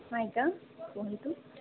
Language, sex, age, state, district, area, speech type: Odia, female, 18-30, Odisha, Malkangiri, urban, conversation